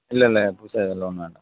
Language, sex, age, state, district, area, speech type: Tamil, male, 18-30, Tamil Nadu, Madurai, urban, conversation